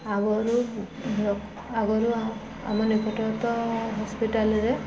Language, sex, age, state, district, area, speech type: Odia, female, 18-30, Odisha, Subarnapur, urban, spontaneous